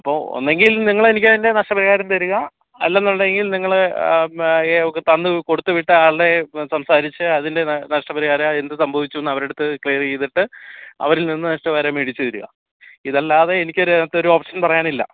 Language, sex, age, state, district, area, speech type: Malayalam, male, 30-45, Kerala, Kollam, rural, conversation